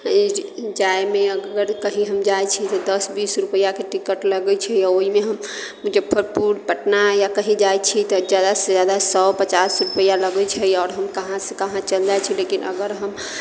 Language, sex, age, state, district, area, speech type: Maithili, female, 45-60, Bihar, Sitamarhi, rural, spontaneous